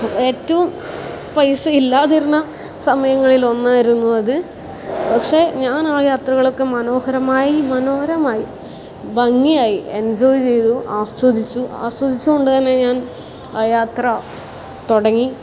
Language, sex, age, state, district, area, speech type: Malayalam, female, 18-30, Kerala, Kasaragod, urban, spontaneous